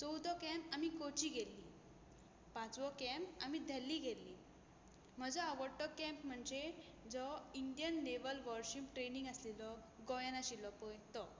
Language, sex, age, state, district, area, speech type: Goan Konkani, female, 18-30, Goa, Tiswadi, rural, spontaneous